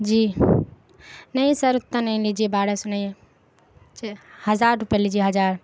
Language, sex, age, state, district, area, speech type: Urdu, female, 18-30, Bihar, Saharsa, rural, spontaneous